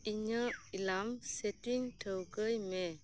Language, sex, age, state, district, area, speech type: Santali, female, 30-45, West Bengal, Birbhum, rural, read